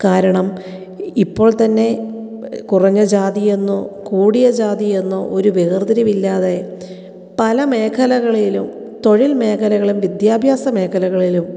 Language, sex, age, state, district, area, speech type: Malayalam, female, 30-45, Kerala, Kottayam, rural, spontaneous